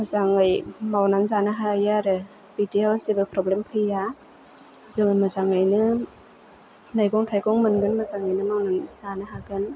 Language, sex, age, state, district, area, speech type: Bodo, female, 30-45, Assam, Chirang, urban, spontaneous